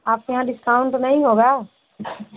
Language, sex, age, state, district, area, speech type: Hindi, female, 30-45, Uttar Pradesh, Prayagraj, rural, conversation